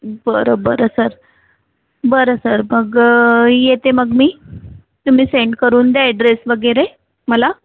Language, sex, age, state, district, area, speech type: Marathi, female, 30-45, Maharashtra, Nagpur, urban, conversation